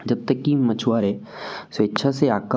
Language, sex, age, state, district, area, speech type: Hindi, male, 18-30, Madhya Pradesh, Betul, urban, spontaneous